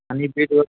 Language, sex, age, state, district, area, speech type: Marathi, male, 18-30, Maharashtra, Washim, urban, conversation